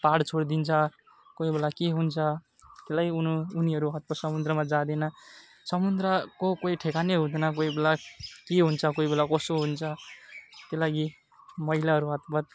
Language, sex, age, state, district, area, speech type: Nepali, male, 18-30, West Bengal, Alipurduar, urban, spontaneous